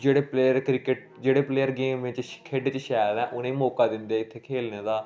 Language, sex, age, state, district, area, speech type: Dogri, male, 18-30, Jammu and Kashmir, Samba, rural, spontaneous